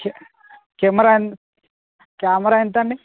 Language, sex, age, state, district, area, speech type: Telugu, male, 18-30, Telangana, Ranga Reddy, rural, conversation